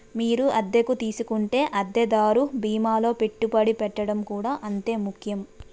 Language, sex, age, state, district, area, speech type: Telugu, female, 30-45, Andhra Pradesh, Nellore, urban, read